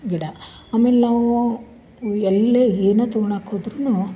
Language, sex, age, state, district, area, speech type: Kannada, female, 30-45, Karnataka, Dharwad, urban, spontaneous